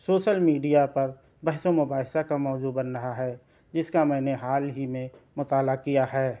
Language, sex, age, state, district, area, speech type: Urdu, male, 30-45, Delhi, South Delhi, urban, spontaneous